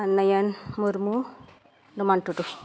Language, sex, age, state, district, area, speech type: Santali, female, 30-45, Jharkhand, East Singhbhum, rural, spontaneous